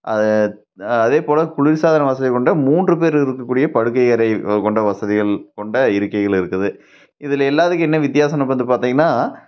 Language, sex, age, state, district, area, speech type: Tamil, male, 30-45, Tamil Nadu, Tiruppur, rural, spontaneous